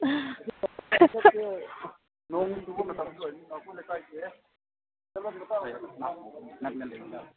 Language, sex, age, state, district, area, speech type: Manipuri, female, 45-60, Manipur, Ukhrul, rural, conversation